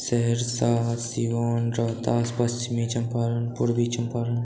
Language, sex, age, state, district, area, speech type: Maithili, male, 60+, Bihar, Saharsa, urban, spontaneous